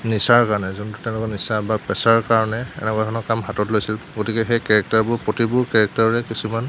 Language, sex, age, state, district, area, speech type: Assamese, male, 18-30, Assam, Lakhimpur, rural, spontaneous